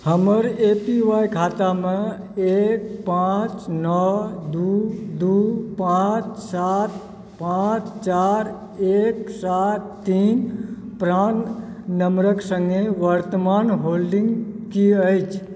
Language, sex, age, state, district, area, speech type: Maithili, male, 30-45, Bihar, Supaul, rural, read